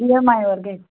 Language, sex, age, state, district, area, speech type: Marathi, female, 30-45, Maharashtra, Osmanabad, rural, conversation